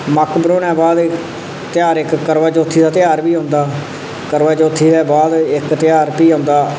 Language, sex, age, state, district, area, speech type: Dogri, male, 30-45, Jammu and Kashmir, Reasi, rural, spontaneous